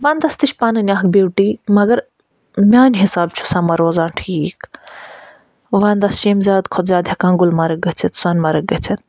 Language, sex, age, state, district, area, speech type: Kashmiri, female, 45-60, Jammu and Kashmir, Budgam, rural, spontaneous